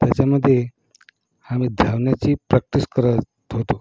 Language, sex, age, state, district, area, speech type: Marathi, male, 45-60, Maharashtra, Yavatmal, rural, spontaneous